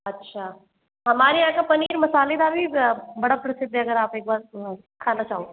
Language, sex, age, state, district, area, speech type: Hindi, female, 30-45, Rajasthan, Jaipur, urban, conversation